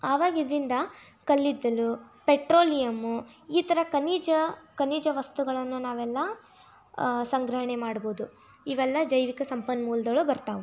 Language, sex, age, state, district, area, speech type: Kannada, female, 18-30, Karnataka, Tumkur, rural, spontaneous